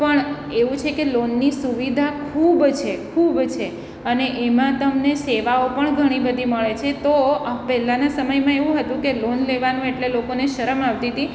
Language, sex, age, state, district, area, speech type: Gujarati, female, 45-60, Gujarat, Surat, urban, spontaneous